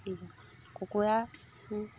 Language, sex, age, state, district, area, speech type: Assamese, female, 30-45, Assam, Dibrugarh, urban, spontaneous